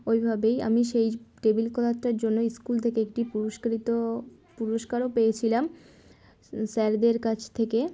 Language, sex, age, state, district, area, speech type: Bengali, female, 18-30, West Bengal, Darjeeling, urban, spontaneous